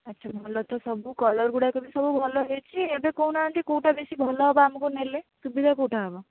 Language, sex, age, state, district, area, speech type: Odia, female, 30-45, Odisha, Bhadrak, rural, conversation